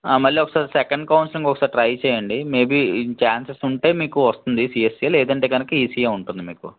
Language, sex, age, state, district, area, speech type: Telugu, male, 18-30, Andhra Pradesh, Vizianagaram, urban, conversation